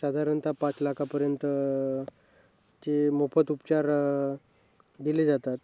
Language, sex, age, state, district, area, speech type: Marathi, male, 18-30, Maharashtra, Hingoli, urban, spontaneous